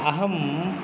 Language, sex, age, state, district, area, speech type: Sanskrit, male, 30-45, West Bengal, North 24 Parganas, urban, spontaneous